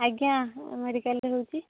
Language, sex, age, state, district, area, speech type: Odia, female, 30-45, Odisha, Kendujhar, urban, conversation